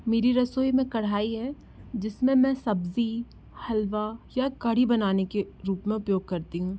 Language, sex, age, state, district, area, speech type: Hindi, female, 18-30, Madhya Pradesh, Bhopal, urban, spontaneous